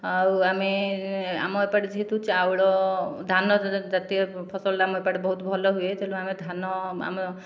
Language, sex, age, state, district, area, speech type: Odia, female, 30-45, Odisha, Khordha, rural, spontaneous